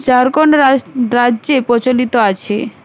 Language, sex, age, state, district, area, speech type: Bengali, female, 18-30, West Bengal, Uttar Dinajpur, urban, spontaneous